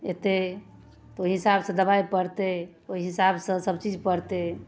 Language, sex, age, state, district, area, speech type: Maithili, female, 30-45, Bihar, Darbhanga, rural, spontaneous